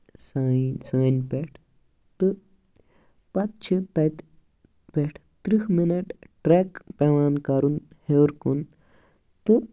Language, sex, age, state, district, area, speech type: Kashmiri, male, 45-60, Jammu and Kashmir, Baramulla, rural, spontaneous